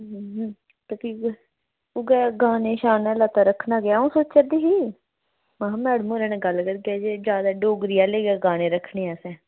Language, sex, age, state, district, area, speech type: Dogri, female, 18-30, Jammu and Kashmir, Udhampur, rural, conversation